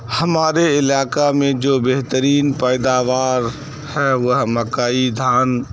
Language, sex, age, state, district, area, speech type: Urdu, male, 30-45, Bihar, Saharsa, rural, spontaneous